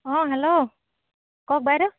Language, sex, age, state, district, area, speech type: Assamese, female, 60+, Assam, Dibrugarh, rural, conversation